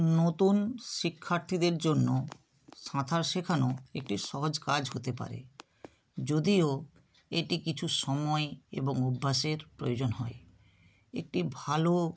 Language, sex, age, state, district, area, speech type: Bengali, female, 60+, West Bengal, North 24 Parganas, rural, spontaneous